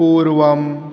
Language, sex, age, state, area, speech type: Sanskrit, male, 18-30, Chhattisgarh, urban, read